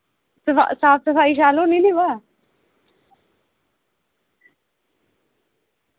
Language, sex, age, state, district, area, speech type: Dogri, female, 18-30, Jammu and Kashmir, Udhampur, rural, conversation